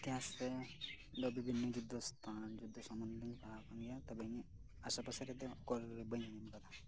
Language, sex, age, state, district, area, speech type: Santali, male, 18-30, West Bengal, Birbhum, rural, spontaneous